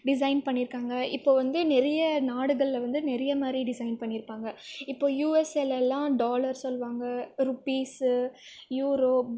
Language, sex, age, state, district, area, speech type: Tamil, female, 18-30, Tamil Nadu, Krishnagiri, rural, spontaneous